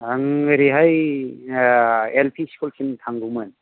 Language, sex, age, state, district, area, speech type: Bodo, male, 30-45, Assam, Chirang, rural, conversation